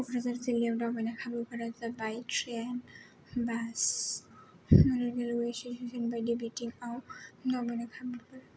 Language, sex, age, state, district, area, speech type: Bodo, female, 18-30, Assam, Kokrajhar, rural, spontaneous